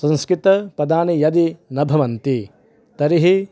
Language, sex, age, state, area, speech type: Sanskrit, male, 30-45, Maharashtra, urban, spontaneous